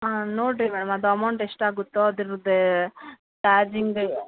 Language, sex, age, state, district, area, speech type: Kannada, female, 30-45, Karnataka, Bellary, rural, conversation